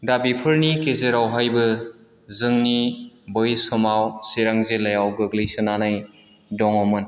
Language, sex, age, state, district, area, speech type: Bodo, male, 45-60, Assam, Chirang, urban, spontaneous